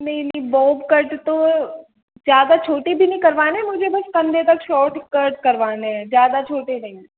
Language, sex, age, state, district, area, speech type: Hindi, female, 18-30, Rajasthan, Jaipur, urban, conversation